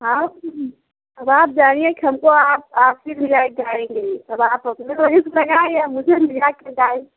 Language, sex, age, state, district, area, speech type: Hindi, female, 18-30, Uttar Pradesh, Prayagraj, rural, conversation